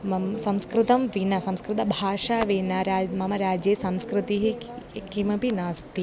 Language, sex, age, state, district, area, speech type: Sanskrit, female, 18-30, Kerala, Thiruvananthapuram, rural, spontaneous